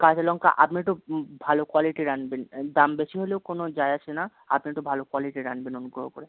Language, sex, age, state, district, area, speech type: Bengali, male, 18-30, West Bengal, Birbhum, urban, conversation